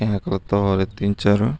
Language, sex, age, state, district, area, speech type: Telugu, male, 60+, Andhra Pradesh, East Godavari, rural, spontaneous